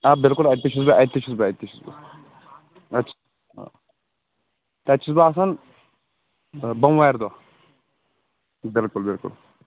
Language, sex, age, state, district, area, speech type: Kashmiri, female, 18-30, Jammu and Kashmir, Kulgam, rural, conversation